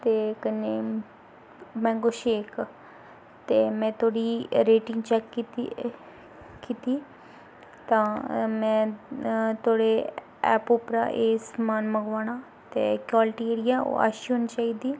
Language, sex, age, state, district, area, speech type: Dogri, female, 18-30, Jammu and Kashmir, Kathua, rural, spontaneous